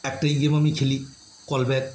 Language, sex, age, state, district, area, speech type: Bengali, male, 45-60, West Bengal, Birbhum, urban, spontaneous